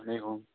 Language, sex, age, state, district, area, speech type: Kashmiri, male, 18-30, Jammu and Kashmir, Budgam, rural, conversation